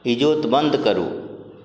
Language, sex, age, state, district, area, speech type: Maithili, male, 60+, Bihar, Madhubani, rural, read